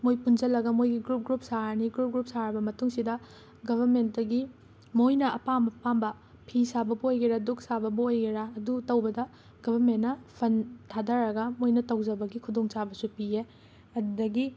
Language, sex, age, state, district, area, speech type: Manipuri, female, 18-30, Manipur, Imphal West, urban, spontaneous